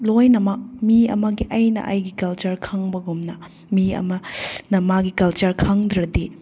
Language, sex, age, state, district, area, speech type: Manipuri, female, 30-45, Manipur, Chandel, rural, spontaneous